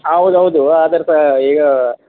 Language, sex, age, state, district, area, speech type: Kannada, male, 60+, Karnataka, Dakshina Kannada, rural, conversation